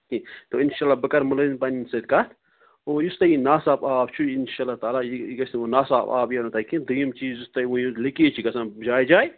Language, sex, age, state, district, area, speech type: Kashmiri, male, 30-45, Jammu and Kashmir, Kupwara, rural, conversation